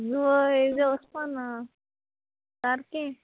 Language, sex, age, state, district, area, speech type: Goan Konkani, female, 18-30, Goa, Salcete, rural, conversation